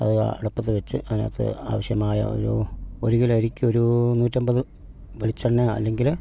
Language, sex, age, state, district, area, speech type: Malayalam, male, 45-60, Kerala, Pathanamthitta, rural, spontaneous